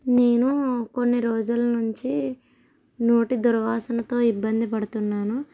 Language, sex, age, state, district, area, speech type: Telugu, female, 18-30, Andhra Pradesh, East Godavari, rural, spontaneous